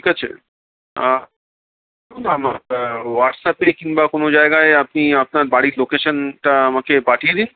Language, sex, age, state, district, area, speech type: Bengali, male, 45-60, West Bengal, Darjeeling, rural, conversation